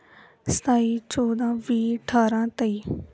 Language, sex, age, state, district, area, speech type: Punjabi, female, 18-30, Punjab, Gurdaspur, rural, spontaneous